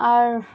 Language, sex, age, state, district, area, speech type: Bengali, female, 18-30, West Bengal, Dakshin Dinajpur, urban, spontaneous